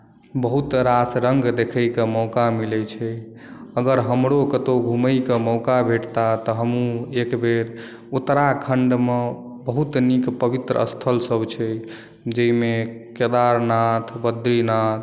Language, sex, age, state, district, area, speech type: Maithili, male, 18-30, Bihar, Madhubani, rural, spontaneous